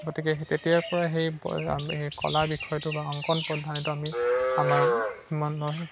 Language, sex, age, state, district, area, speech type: Assamese, male, 18-30, Assam, Lakhimpur, urban, spontaneous